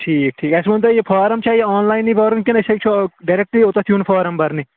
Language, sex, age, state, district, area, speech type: Kashmiri, male, 18-30, Jammu and Kashmir, Kulgam, rural, conversation